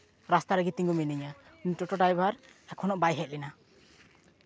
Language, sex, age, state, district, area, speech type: Santali, male, 18-30, West Bengal, Purba Bardhaman, rural, spontaneous